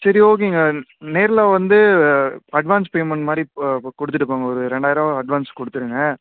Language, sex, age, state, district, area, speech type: Tamil, male, 18-30, Tamil Nadu, Tiruvannamalai, urban, conversation